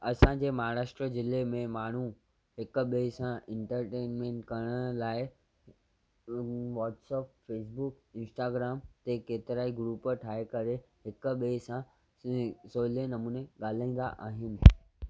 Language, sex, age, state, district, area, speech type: Sindhi, male, 18-30, Maharashtra, Thane, urban, spontaneous